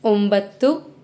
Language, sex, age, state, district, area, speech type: Kannada, female, 45-60, Karnataka, Davanagere, rural, read